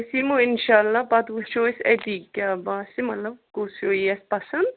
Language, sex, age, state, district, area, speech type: Kashmiri, female, 30-45, Jammu and Kashmir, Ganderbal, rural, conversation